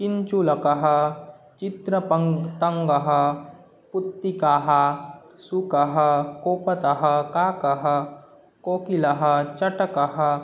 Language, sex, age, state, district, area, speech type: Sanskrit, male, 18-30, Assam, Nagaon, rural, spontaneous